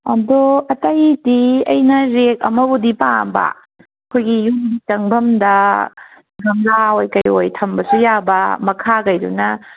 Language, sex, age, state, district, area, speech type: Manipuri, female, 18-30, Manipur, Kangpokpi, urban, conversation